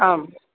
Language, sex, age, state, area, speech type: Sanskrit, male, 18-30, Uttar Pradesh, urban, conversation